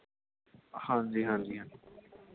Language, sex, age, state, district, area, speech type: Punjabi, male, 18-30, Punjab, Mohali, urban, conversation